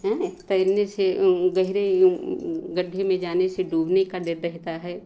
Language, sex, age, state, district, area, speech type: Hindi, female, 60+, Uttar Pradesh, Lucknow, rural, spontaneous